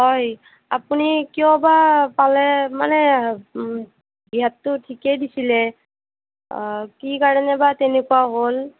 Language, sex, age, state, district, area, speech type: Assamese, female, 45-60, Assam, Nagaon, rural, conversation